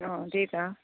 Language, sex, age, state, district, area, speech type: Nepali, female, 30-45, West Bengal, Kalimpong, rural, conversation